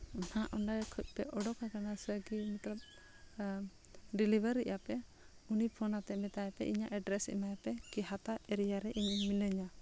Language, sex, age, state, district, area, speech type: Santali, female, 30-45, Jharkhand, Seraikela Kharsawan, rural, spontaneous